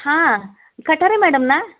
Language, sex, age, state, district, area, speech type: Marathi, female, 60+, Maharashtra, Osmanabad, rural, conversation